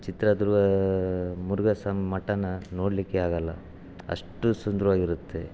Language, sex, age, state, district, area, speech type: Kannada, male, 30-45, Karnataka, Chitradurga, rural, spontaneous